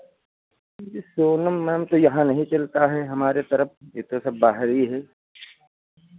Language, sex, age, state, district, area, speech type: Hindi, male, 45-60, Uttar Pradesh, Lucknow, rural, conversation